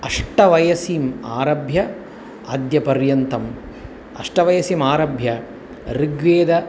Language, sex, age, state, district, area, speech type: Sanskrit, male, 45-60, Tamil Nadu, Coimbatore, urban, spontaneous